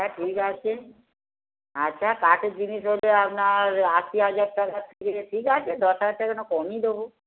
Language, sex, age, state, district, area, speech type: Bengali, female, 60+, West Bengal, Darjeeling, rural, conversation